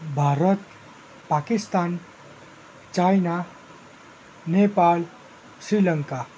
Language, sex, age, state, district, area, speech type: Gujarati, female, 18-30, Gujarat, Ahmedabad, urban, spontaneous